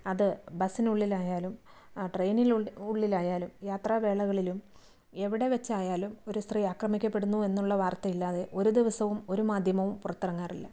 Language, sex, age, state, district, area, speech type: Malayalam, female, 45-60, Kerala, Kasaragod, urban, spontaneous